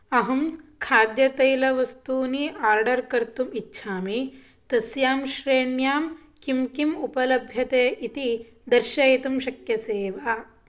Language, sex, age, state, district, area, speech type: Sanskrit, female, 18-30, Karnataka, Shimoga, rural, read